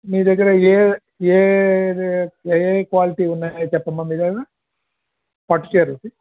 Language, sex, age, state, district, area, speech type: Telugu, male, 45-60, Andhra Pradesh, Visakhapatnam, urban, conversation